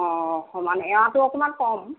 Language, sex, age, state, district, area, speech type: Assamese, female, 60+, Assam, Golaghat, urban, conversation